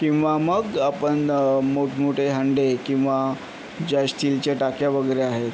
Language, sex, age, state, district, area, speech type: Marathi, male, 30-45, Maharashtra, Yavatmal, urban, spontaneous